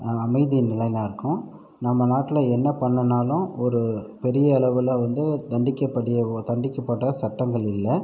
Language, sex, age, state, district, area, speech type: Tamil, male, 45-60, Tamil Nadu, Pudukkottai, rural, spontaneous